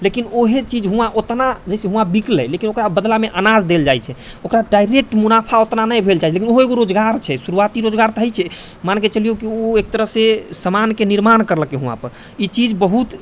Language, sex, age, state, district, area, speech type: Maithili, male, 45-60, Bihar, Purnia, rural, spontaneous